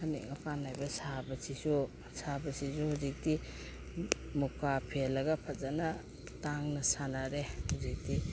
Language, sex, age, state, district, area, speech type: Manipuri, female, 45-60, Manipur, Imphal East, rural, spontaneous